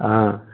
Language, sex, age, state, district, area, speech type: Hindi, male, 60+, Uttar Pradesh, Chandauli, rural, conversation